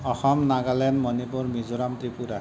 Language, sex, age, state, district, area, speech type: Assamese, male, 45-60, Assam, Kamrup Metropolitan, rural, spontaneous